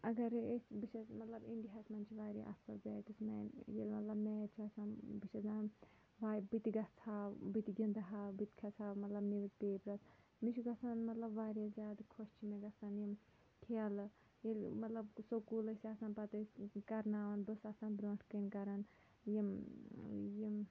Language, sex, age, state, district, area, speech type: Kashmiri, female, 30-45, Jammu and Kashmir, Shopian, urban, spontaneous